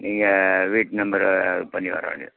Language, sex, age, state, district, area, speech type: Tamil, male, 60+, Tamil Nadu, Perambalur, rural, conversation